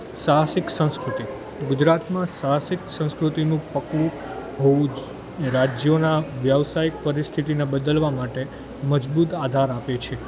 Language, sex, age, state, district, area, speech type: Gujarati, male, 18-30, Gujarat, Junagadh, urban, spontaneous